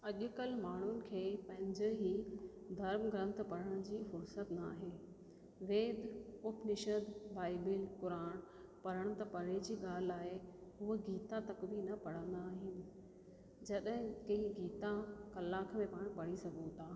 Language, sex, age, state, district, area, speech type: Sindhi, female, 30-45, Rajasthan, Ajmer, urban, spontaneous